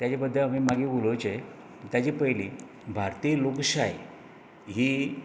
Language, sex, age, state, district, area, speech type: Goan Konkani, male, 60+, Goa, Canacona, rural, spontaneous